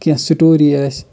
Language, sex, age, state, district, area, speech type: Kashmiri, male, 60+, Jammu and Kashmir, Kulgam, rural, spontaneous